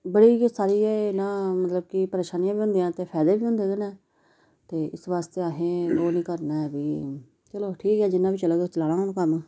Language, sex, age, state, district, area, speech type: Dogri, female, 30-45, Jammu and Kashmir, Samba, urban, spontaneous